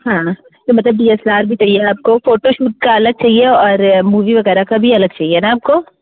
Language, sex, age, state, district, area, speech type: Hindi, female, 30-45, Uttar Pradesh, Sitapur, rural, conversation